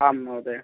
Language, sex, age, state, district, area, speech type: Sanskrit, male, 18-30, Karnataka, Uttara Kannada, rural, conversation